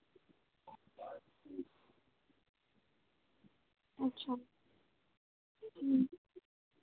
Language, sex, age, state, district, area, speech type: Hindi, female, 18-30, Bihar, Begusarai, urban, conversation